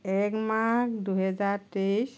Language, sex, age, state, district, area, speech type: Assamese, female, 45-60, Assam, Lakhimpur, rural, spontaneous